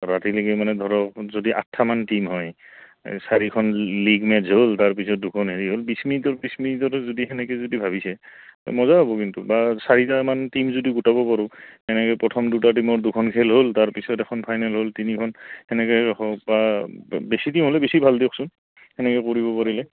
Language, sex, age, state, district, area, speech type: Assamese, male, 30-45, Assam, Goalpara, urban, conversation